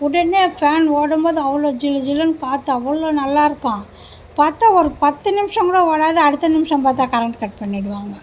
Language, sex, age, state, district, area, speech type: Tamil, female, 60+, Tamil Nadu, Mayiladuthurai, urban, spontaneous